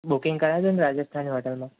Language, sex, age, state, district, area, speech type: Gujarati, male, 18-30, Gujarat, Kheda, rural, conversation